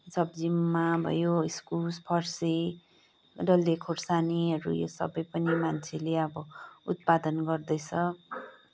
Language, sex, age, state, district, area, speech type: Nepali, female, 30-45, West Bengal, Kalimpong, rural, spontaneous